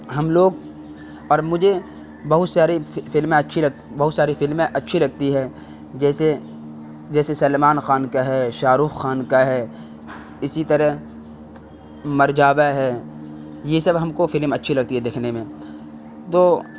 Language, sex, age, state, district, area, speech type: Urdu, male, 30-45, Bihar, Khagaria, rural, spontaneous